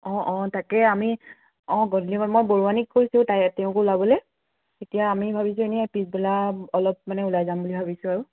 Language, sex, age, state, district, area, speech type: Assamese, female, 30-45, Assam, Charaideo, rural, conversation